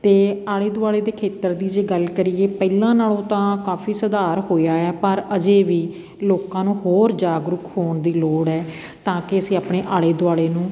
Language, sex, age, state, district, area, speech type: Punjabi, female, 45-60, Punjab, Patiala, rural, spontaneous